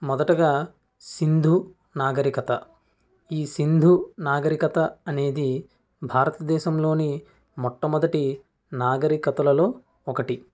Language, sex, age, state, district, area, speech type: Telugu, male, 45-60, Andhra Pradesh, Konaseema, rural, spontaneous